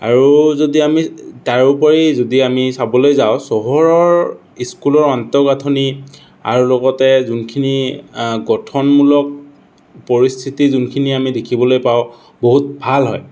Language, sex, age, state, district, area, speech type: Assamese, male, 60+, Assam, Morigaon, rural, spontaneous